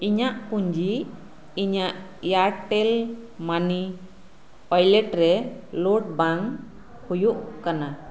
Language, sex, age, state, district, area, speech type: Santali, female, 30-45, West Bengal, Birbhum, rural, read